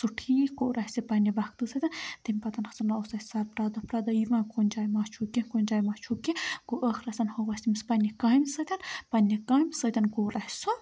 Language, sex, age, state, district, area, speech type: Kashmiri, female, 18-30, Jammu and Kashmir, Budgam, rural, spontaneous